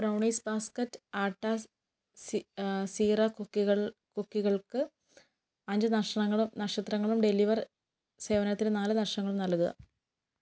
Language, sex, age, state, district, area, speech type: Malayalam, female, 18-30, Kerala, Kottayam, rural, read